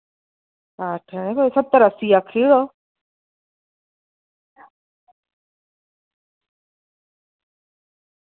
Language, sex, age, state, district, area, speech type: Dogri, female, 45-60, Jammu and Kashmir, Udhampur, rural, conversation